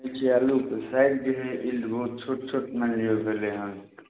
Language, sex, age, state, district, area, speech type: Maithili, male, 30-45, Bihar, Samastipur, urban, conversation